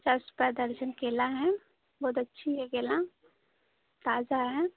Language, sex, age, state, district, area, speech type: Hindi, female, 30-45, Uttar Pradesh, Chandauli, rural, conversation